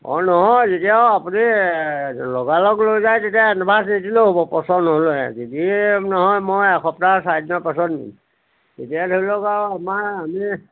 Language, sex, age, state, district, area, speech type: Assamese, male, 60+, Assam, Majuli, urban, conversation